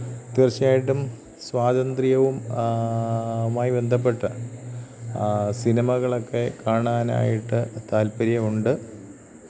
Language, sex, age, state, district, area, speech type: Malayalam, male, 45-60, Kerala, Thiruvananthapuram, rural, spontaneous